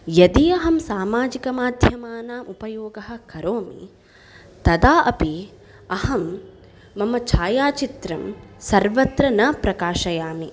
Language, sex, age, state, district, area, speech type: Sanskrit, female, 18-30, Karnataka, Udupi, urban, spontaneous